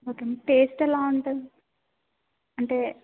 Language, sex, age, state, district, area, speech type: Telugu, female, 18-30, Andhra Pradesh, Kakinada, urban, conversation